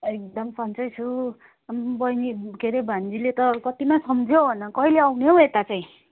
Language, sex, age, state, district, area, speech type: Nepali, female, 30-45, West Bengal, Kalimpong, rural, conversation